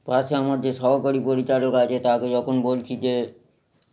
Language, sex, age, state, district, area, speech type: Bengali, male, 30-45, West Bengal, Howrah, urban, spontaneous